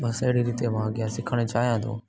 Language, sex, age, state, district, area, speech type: Sindhi, male, 18-30, Gujarat, Junagadh, urban, spontaneous